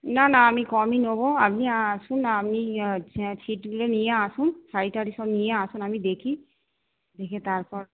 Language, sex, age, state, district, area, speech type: Bengali, female, 45-60, West Bengal, Purba Bardhaman, urban, conversation